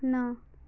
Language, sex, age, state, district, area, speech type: Odia, female, 18-30, Odisha, Sundergarh, urban, read